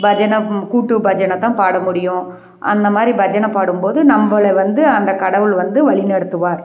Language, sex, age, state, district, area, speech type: Tamil, female, 60+, Tamil Nadu, Krishnagiri, rural, spontaneous